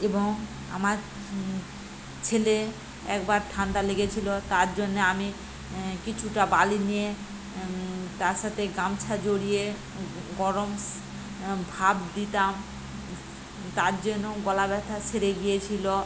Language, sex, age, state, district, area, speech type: Bengali, female, 45-60, West Bengal, Paschim Medinipur, rural, spontaneous